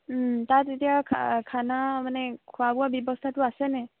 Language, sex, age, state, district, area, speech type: Assamese, female, 18-30, Assam, Dhemaji, urban, conversation